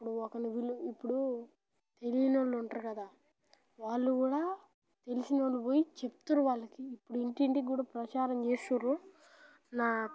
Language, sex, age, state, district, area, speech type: Telugu, male, 18-30, Telangana, Nalgonda, rural, spontaneous